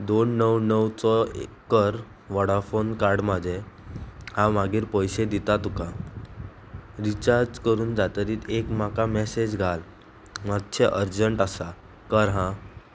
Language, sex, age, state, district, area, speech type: Goan Konkani, female, 18-30, Goa, Murmgao, urban, spontaneous